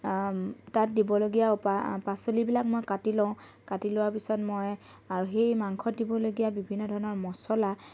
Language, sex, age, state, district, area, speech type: Assamese, female, 18-30, Assam, Lakhimpur, rural, spontaneous